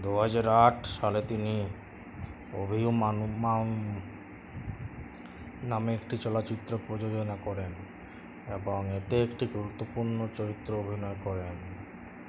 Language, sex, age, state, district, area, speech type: Bengali, male, 18-30, West Bengal, Uttar Dinajpur, rural, read